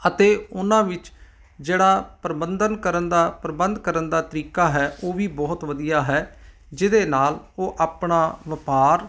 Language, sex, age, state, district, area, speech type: Punjabi, male, 45-60, Punjab, Ludhiana, urban, spontaneous